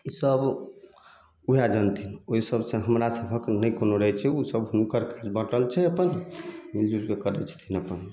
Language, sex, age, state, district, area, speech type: Maithili, male, 30-45, Bihar, Samastipur, rural, spontaneous